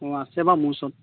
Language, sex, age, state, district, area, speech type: Assamese, male, 18-30, Assam, Sivasagar, rural, conversation